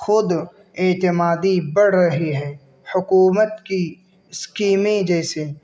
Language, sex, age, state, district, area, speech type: Urdu, male, 18-30, Uttar Pradesh, Balrampur, rural, spontaneous